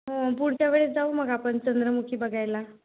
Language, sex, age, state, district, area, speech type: Marathi, male, 18-30, Maharashtra, Nagpur, urban, conversation